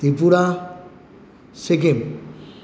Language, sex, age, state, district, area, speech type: Bengali, male, 60+, West Bengal, Paschim Bardhaman, rural, spontaneous